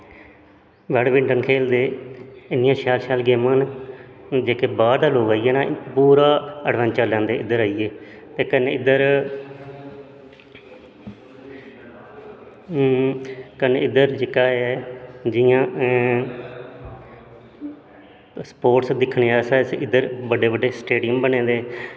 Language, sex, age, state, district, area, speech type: Dogri, male, 30-45, Jammu and Kashmir, Udhampur, urban, spontaneous